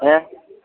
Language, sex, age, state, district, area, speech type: Gujarati, male, 60+, Gujarat, Rajkot, urban, conversation